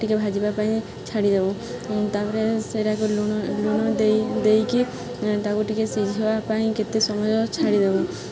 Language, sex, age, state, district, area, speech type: Odia, female, 18-30, Odisha, Subarnapur, urban, spontaneous